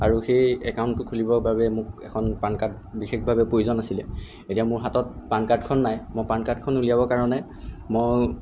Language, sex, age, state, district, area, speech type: Assamese, male, 18-30, Assam, Golaghat, urban, spontaneous